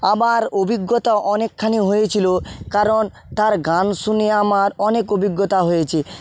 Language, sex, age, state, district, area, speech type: Bengali, male, 30-45, West Bengal, Purba Medinipur, rural, spontaneous